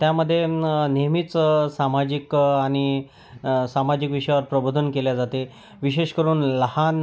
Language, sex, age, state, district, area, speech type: Marathi, male, 30-45, Maharashtra, Yavatmal, rural, spontaneous